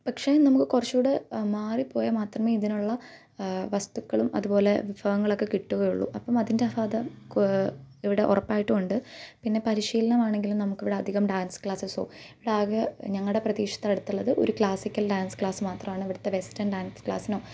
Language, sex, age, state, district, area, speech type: Malayalam, female, 18-30, Kerala, Idukki, rural, spontaneous